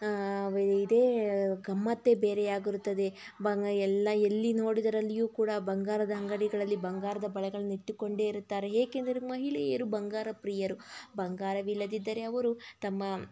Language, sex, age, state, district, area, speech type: Kannada, female, 45-60, Karnataka, Tumkur, rural, spontaneous